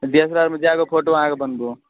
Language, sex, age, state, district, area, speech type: Maithili, male, 18-30, Bihar, Araria, rural, conversation